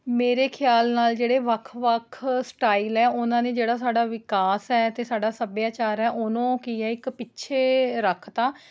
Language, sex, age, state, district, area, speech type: Punjabi, female, 30-45, Punjab, Rupnagar, urban, spontaneous